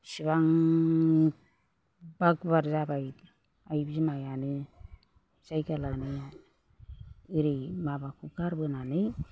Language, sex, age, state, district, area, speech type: Bodo, male, 60+, Assam, Chirang, rural, spontaneous